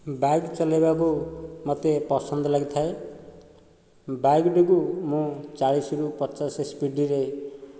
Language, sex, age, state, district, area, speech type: Odia, male, 45-60, Odisha, Nayagarh, rural, spontaneous